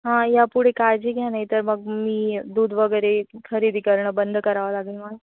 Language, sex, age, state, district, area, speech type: Marathi, female, 18-30, Maharashtra, Nashik, urban, conversation